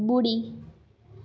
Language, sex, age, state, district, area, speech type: Sindhi, female, 18-30, Gujarat, Junagadh, rural, read